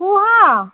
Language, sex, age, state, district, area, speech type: Odia, female, 45-60, Odisha, Gajapati, rural, conversation